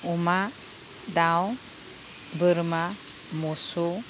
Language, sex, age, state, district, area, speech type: Bodo, female, 45-60, Assam, Udalguri, rural, spontaneous